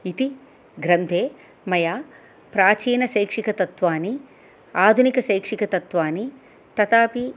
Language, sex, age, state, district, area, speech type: Sanskrit, female, 60+, Andhra Pradesh, Chittoor, urban, spontaneous